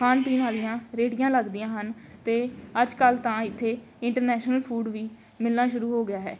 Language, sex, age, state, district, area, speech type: Punjabi, female, 18-30, Punjab, Amritsar, urban, spontaneous